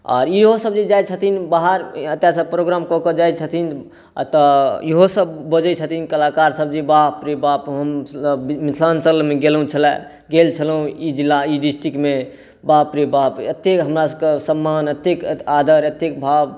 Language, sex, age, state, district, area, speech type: Maithili, male, 18-30, Bihar, Saharsa, rural, spontaneous